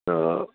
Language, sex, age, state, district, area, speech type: Kashmiri, male, 60+, Jammu and Kashmir, Srinagar, rural, conversation